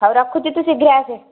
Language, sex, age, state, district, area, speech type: Odia, female, 30-45, Odisha, Nayagarh, rural, conversation